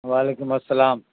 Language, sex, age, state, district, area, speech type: Urdu, male, 60+, Bihar, Khagaria, rural, conversation